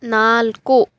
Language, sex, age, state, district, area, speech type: Kannada, female, 18-30, Karnataka, Tumkur, urban, read